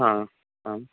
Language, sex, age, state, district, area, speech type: Sanskrit, male, 30-45, Karnataka, Uttara Kannada, rural, conversation